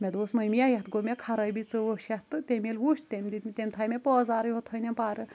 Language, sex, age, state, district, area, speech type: Kashmiri, female, 18-30, Jammu and Kashmir, Kulgam, rural, spontaneous